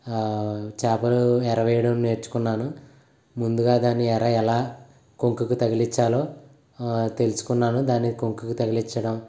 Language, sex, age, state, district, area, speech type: Telugu, male, 18-30, Andhra Pradesh, Eluru, rural, spontaneous